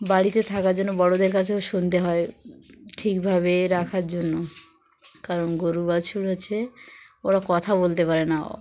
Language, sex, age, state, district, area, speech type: Bengali, female, 45-60, West Bengal, Dakshin Dinajpur, urban, spontaneous